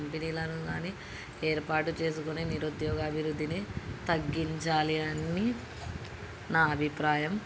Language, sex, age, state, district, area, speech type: Telugu, female, 18-30, Andhra Pradesh, Krishna, urban, spontaneous